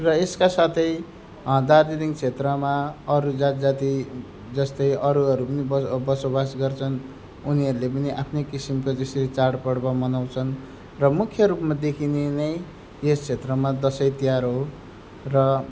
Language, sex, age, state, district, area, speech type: Nepali, male, 30-45, West Bengal, Darjeeling, rural, spontaneous